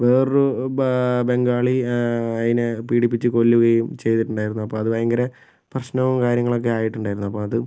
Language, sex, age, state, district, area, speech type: Malayalam, female, 30-45, Kerala, Kozhikode, urban, spontaneous